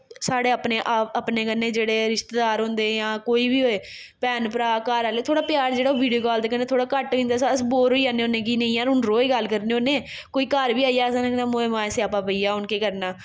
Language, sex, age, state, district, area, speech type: Dogri, female, 18-30, Jammu and Kashmir, Jammu, urban, spontaneous